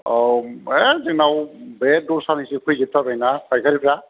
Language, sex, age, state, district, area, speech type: Bodo, male, 45-60, Assam, Kokrajhar, rural, conversation